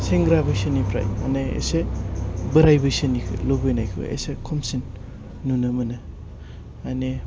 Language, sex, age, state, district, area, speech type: Bodo, male, 30-45, Assam, Chirang, rural, spontaneous